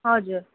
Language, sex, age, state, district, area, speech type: Nepali, female, 18-30, West Bengal, Darjeeling, rural, conversation